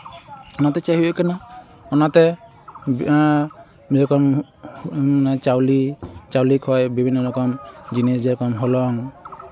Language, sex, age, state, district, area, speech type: Santali, male, 18-30, West Bengal, Malda, rural, spontaneous